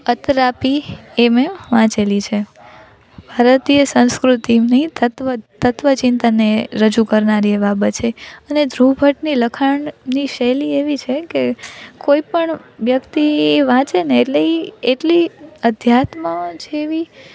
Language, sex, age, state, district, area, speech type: Gujarati, female, 18-30, Gujarat, Rajkot, urban, spontaneous